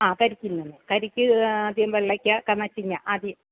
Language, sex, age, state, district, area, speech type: Malayalam, female, 60+, Kerala, Alappuzha, rural, conversation